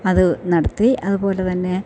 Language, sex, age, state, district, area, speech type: Malayalam, female, 45-60, Kerala, Thiruvananthapuram, rural, spontaneous